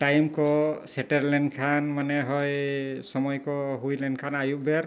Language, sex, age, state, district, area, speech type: Santali, male, 60+, Jharkhand, Bokaro, rural, spontaneous